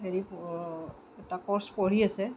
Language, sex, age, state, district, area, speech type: Assamese, female, 45-60, Assam, Kamrup Metropolitan, urban, spontaneous